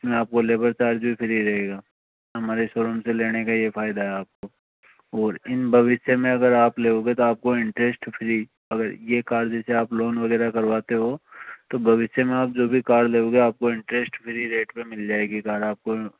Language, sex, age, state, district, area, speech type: Hindi, male, 30-45, Rajasthan, Jaipur, urban, conversation